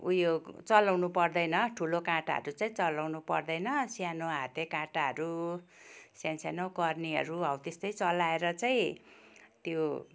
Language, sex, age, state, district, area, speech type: Nepali, female, 60+, West Bengal, Kalimpong, rural, spontaneous